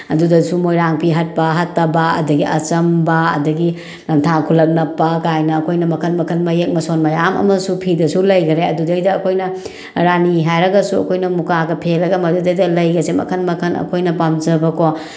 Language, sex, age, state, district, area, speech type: Manipuri, female, 30-45, Manipur, Bishnupur, rural, spontaneous